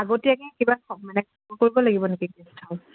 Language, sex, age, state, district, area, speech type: Assamese, female, 30-45, Assam, Majuli, urban, conversation